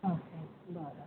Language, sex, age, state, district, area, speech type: Marathi, female, 45-60, Maharashtra, Mumbai Suburban, urban, conversation